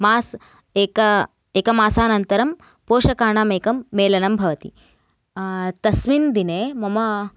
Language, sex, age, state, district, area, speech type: Sanskrit, female, 18-30, Karnataka, Gadag, urban, spontaneous